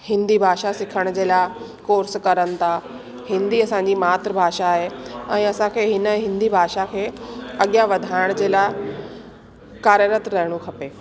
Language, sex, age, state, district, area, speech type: Sindhi, female, 30-45, Delhi, South Delhi, urban, spontaneous